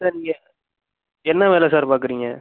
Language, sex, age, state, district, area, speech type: Tamil, male, 18-30, Tamil Nadu, Pudukkottai, rural, conversation